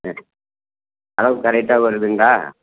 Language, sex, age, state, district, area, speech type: Tamil, male, 60+, Tamil Nadu, Tiruppur, rural, conversation